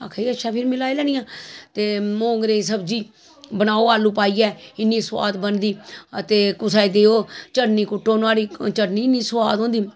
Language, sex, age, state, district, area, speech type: Dogri, female, 45-60, Jammu and Kashmir, Samba, rural, spontaneous